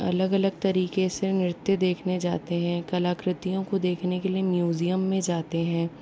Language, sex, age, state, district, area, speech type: Hindi, female, 18-30, Rajasthan, Jaipur, urban, spontaneous